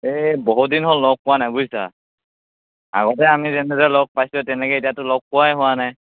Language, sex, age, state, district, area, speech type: Assamese, male, 18-30, Assam, Majuli, rural, conversation